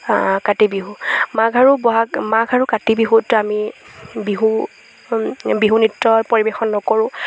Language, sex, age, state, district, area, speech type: Assamese, female, 18-30, Assam, Lakhimpur, rural, spontaneous